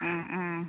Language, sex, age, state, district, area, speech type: Malayalam, female, 30-45, Kerala, Kasaragod, rural, conversation